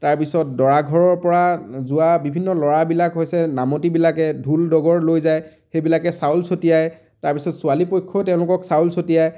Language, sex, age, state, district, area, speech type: Assamese, male, 30-45, Assam, Dibrugarh, rural, spontaneous